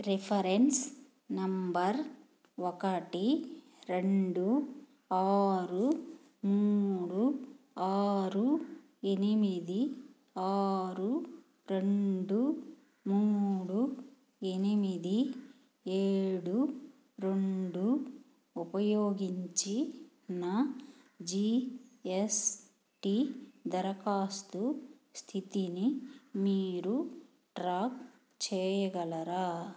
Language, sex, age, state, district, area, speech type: Telugu, female, 45-60, Andhra Pradesh, Nellore, rural, read